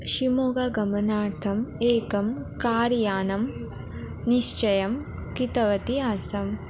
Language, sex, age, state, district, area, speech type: Sanskrit, female, 18-30, West Bengal, Jalpaiguri, urban, spontaneous